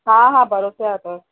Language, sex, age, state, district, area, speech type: Sindhi, female, 45-60, Maharashtra, Thane, urban, conversation